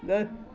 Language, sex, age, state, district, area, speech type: Kannada, female, 60+, Karnataka, Mysore, rural, spontaneous